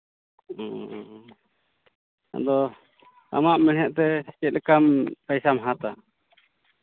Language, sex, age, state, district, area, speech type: Santali, male, 30-45, West Bengal, Malda, rural, conversation